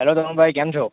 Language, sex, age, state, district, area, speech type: Gujarati, male, 18-30, Gujarat, Valsad, rural, conversation